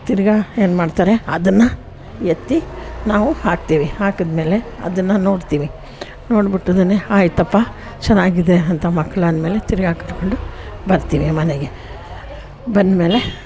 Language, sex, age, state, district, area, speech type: Kannada, female, 60+, Karnataka, Mysore, rural, spontaneous